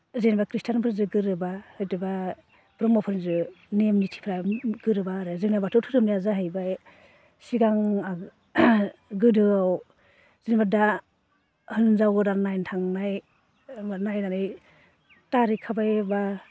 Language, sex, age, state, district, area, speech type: Bodo, female, 30-45, Assam, Baksa, rural, spontaneous